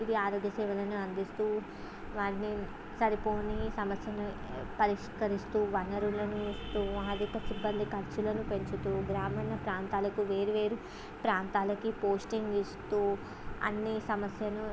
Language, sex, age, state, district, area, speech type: Telugu, female, 18-30, Andhra Pradesh, Visakhapatnam, urban, spontaneous